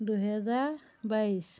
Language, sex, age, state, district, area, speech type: Assamese, female, 45-60, Assam, Dhemaji, rural, spontaneous